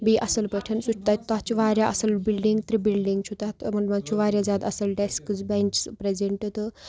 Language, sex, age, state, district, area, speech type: Kashmiri, female, 18-30, Jammu and Kashmir, Baramulla, rural, spontaneous